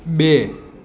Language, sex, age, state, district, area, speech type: Gujarati, male, 18-30, Gujarat, Morbi, urban, read